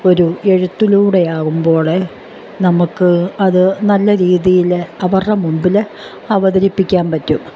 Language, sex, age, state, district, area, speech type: Malayalam, female, 45-60, Kerala, Alappuzha, urban, spontaneous